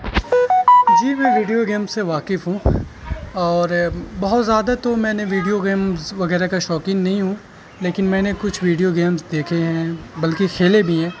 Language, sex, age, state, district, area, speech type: Urdu, male, 30-45, Uttar Pradesh, Azamgarh, rural, spontaneous